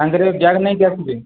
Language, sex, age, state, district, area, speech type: Odia, male, 18-30, Odisha, Kandhamal, rural, conversation